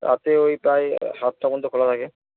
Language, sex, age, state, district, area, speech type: Bengali, male, 18-30, West Bengal, Purba Bardhaman, urban, conversation